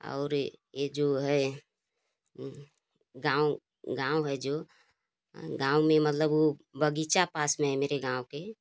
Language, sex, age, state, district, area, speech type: Hindi, female, 30-45, Uttar Pradesh, Ghazipur, rural, spontaneous